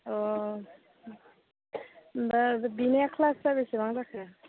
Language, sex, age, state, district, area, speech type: Bodo, female, 30-45, Assam, Udalguri, urban, conversation